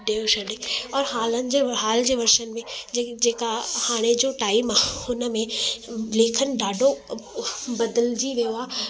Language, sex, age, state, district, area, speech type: Sindhi, female, 18-30, Delhi, South Delhi, urban, spontaneous